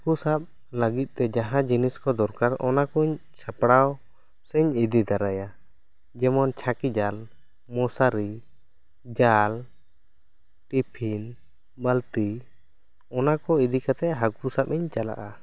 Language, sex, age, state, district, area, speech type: Santali, male, 18-30, West Bengal, Bankura, rural, spontaneous